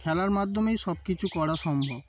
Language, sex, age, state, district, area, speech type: Bengali, male, 30-45, West Bengal, Darjeeling, urban, spontaneous